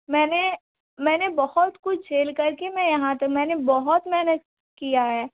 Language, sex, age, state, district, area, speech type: Hindi, female, 18-30, Uttar Pradesh, Sonbhadra, rural, conversation